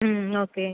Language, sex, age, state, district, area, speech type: Tamil, female, 18-30, Tamil Nadu, Cuddalore, urban, conversation